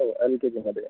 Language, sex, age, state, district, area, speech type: Marathi, male, 60+, Maharashtra, Akola, rural, conversation